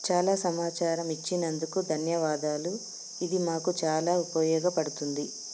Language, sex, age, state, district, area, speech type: Telugu, female, 45-60, Andhra Pradesh, Anantapur, urban, spontaneous